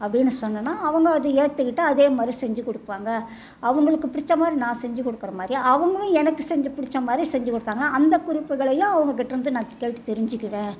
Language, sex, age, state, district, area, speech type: Tamil, female, 60+, Tamil Nadu, Salem, rural, spontaneous